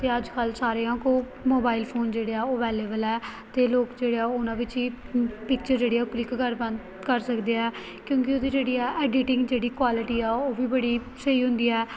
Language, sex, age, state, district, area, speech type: Punjabi, female, 18-30, Punjab, Gurdaspur, rural, spontaneous